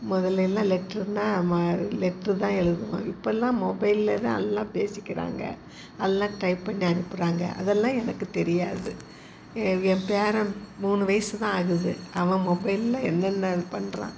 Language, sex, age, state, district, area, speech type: Tamil, female, 60+, Tamil Nadu, Salem, rural, spontaneous